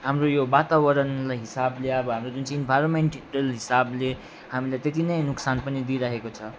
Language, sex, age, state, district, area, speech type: Nepali, male, 45-60, West Bengal, Alipurduar, urban, spontaneous